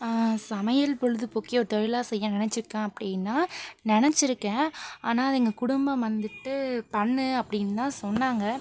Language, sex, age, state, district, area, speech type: Tamil, female, 18-30, Tamil Nadu, Pudukkottai, rural, spontaneous